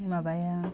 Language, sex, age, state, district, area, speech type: Bodo, female, 18-30, Assam, Udalguri, urban, spontaneous